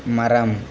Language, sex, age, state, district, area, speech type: Tamil, male, 18-30, Tamil Nadu, Ariyalur, rural, read